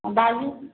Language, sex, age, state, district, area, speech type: Maithili, male, 45-60, Bihar, Sitamarhi, urban, conversation